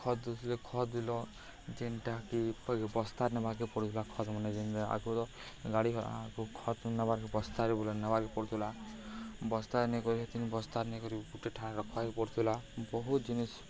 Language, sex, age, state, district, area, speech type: Odia, male, 18-30, Odisha, Balangir, urban, spontaneous